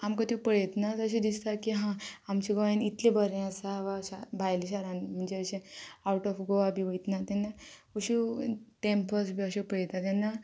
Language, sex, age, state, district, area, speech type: Goan Konkani, female, 18-30, Goa, Ponda, rural, spontaneous